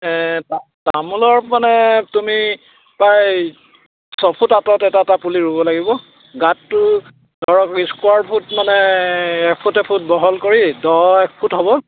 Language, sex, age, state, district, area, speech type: Assamese, male, 60+, Assam, Charaideo, rural, conversation